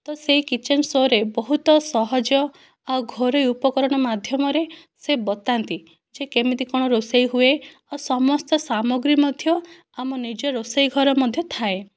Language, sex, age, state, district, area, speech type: Odia, female, 60+, Odisha, Kandhamal, rural, spontaneous